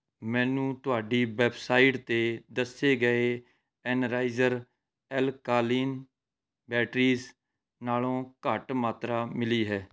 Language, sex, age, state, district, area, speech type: Punjabi, male, 45-60, Punjab, Rupnagar, urban, read